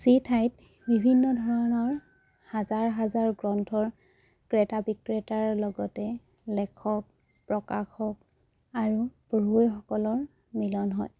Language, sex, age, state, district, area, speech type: Assamese, female, 18-30, Assam, Charaideo, rural, spontaneous